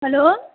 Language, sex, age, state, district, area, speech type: Nepali, female, 18-30, West Bengal, Darjeeling, rural, conversation